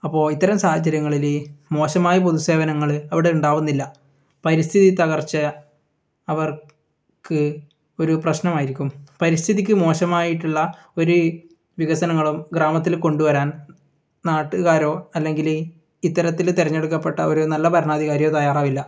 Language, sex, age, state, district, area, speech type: Malayalam, male, 18-30, Kerala, Kannur, rural, spontaneous